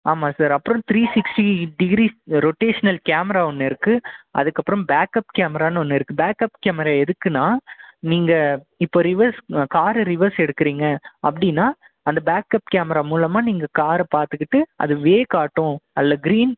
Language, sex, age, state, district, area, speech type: Tamil, male, 18-30, Tamil Nadu, Krishnagiri, rural, conversation